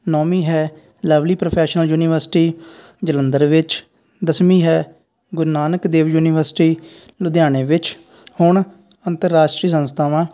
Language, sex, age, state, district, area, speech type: Punjabi, male, 18-30, Punjab, Faridkot, rural, spontaneous